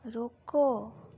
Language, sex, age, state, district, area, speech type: Dogri, female, 60+, Jammu and Kashmir, Reasi, rural, read